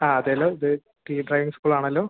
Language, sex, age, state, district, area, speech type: Malayalam, male, 18-30, Kerala, Idukki, rural, conversation